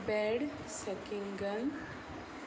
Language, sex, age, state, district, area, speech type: Goan Konkani, female, 45-60, Goa, Sanguem, rural, spontaneous